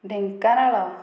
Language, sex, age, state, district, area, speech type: Odia, female, 30-45, Odisha, Dhenkanal, rural, spontaneous